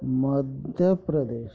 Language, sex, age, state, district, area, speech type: Kannada, male, 45-60, Karnataka, Bidar, urban, spontaneous